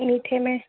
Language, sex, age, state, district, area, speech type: Hindi, female, 18-30, Madhya Pradesh, Narsinghpur, urban, conversation